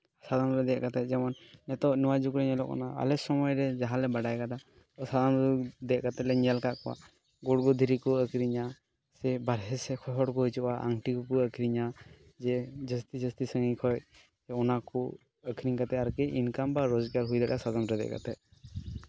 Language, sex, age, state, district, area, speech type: Santali, male, 18-30, West Bengal, Malda, rural, spontaneous